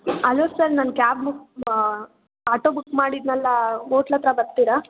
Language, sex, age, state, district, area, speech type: Kannada, female, 18-30, Karnataka, Chitradurga, rural, conversation